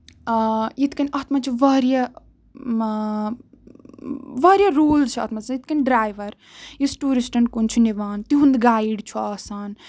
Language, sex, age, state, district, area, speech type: Kashmiri, female, 18-30, Jammu and Kashmir, Ganderbal, rural, spontaneous